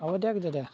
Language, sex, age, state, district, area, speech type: Assamese, male, 30-45, Assam, Biswanath, rural, spontaneous